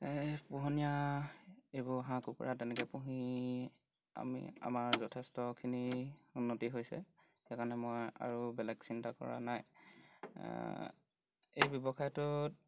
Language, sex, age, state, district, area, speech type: Assamese, male, 18-30, Assam, Golaghat, rural, spontaneous